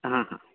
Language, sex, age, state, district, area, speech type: Goan Konkani, male, 18-30, Goa, Quepem, rural, conversation